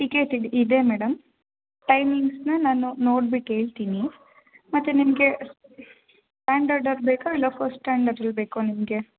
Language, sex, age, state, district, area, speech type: Kannada, female, 30-45, Karnataka, Hassan, urban, conversation